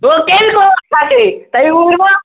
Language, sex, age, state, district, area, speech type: Kashmiri, male, 18-30, Jammu and Kashmir, Ganderbal, rural, conversation